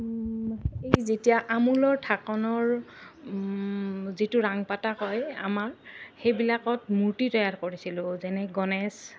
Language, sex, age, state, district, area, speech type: Assamese, female, 30-45, Assam, Goalpara, urban, spontaneous